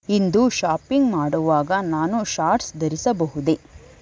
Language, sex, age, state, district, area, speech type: Kannada, female, 18-30, Karnataka, Tumkur, urban, read